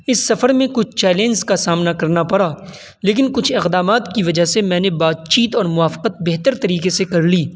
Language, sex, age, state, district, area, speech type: Urdu, male, 18-30, Uttar Pradesh, Saharanpur, urban, spontaneous